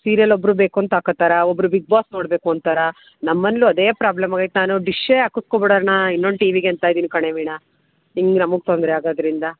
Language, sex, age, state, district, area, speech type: Kannada, female, 30-45, Karnataka, Mandya, rural, conversation